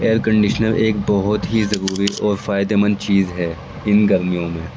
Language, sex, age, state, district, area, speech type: Urdu, male, 18-30, Delhi, East Delhi, urban, spontaneous